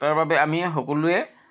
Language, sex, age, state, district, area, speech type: Assamese, male, 60+, Assam, Dhemaji, rural, spontaneous